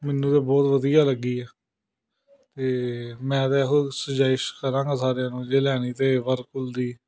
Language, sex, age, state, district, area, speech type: Punjabi, male, 30-45, Punjab, Amritsar, urban, spontaneous